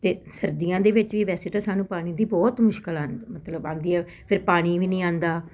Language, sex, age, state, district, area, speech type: Punjabi, female, 45-60, Punjab, Ludhiana, urban, spontaneous